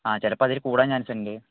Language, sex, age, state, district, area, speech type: Malayalam, male, 18-30, Kerala, Wayanad, rural, conversation